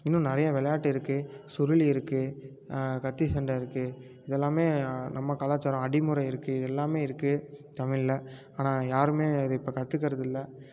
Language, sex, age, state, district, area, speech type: Tamil, male, 18-30, Tamil Nadu, Tiruppur, rural, spontaneous